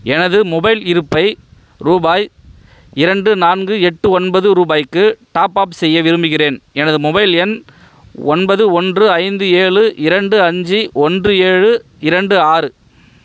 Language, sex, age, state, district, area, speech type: Tamil, male, 30-45, Tamil Nadu, Chengalpattu, rural, read